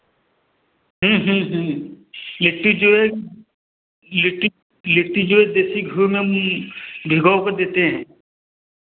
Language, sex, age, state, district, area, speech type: Hindi, male, 30-45, Uttar Pradesh, Varanasi, urban, conversation